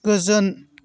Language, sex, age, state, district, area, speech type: Bodo, male, 45-60, Assam, Chirang, urban, read